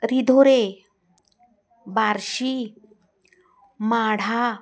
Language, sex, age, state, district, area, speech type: Marathi, female, 60+, Maharashtra, Osmanabad, rural, spontaneous